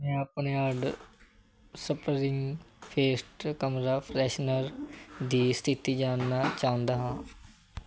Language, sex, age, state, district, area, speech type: Punjabi, male, 18-30, Punjab, Mansa, urban, read